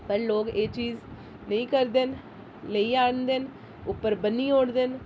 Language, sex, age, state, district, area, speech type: Dogri, female, 30-45, Jammu and Kashmir, Jammu, urban, spontaneous